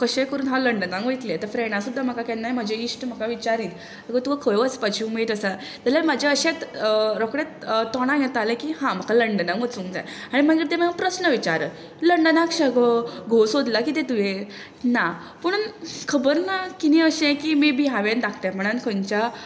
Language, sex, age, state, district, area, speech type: Goan Konkani, female, 18-30, Goa, Tiswadi, rural, spontaneous